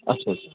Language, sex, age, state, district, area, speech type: Kashmiri, male, 18-30, Jammu and Kashmir, Anantnag, urban, conversation